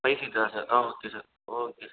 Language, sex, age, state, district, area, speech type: Tamil, male, 18-30, Tamil Nadu, Ariyalur, rural, conversation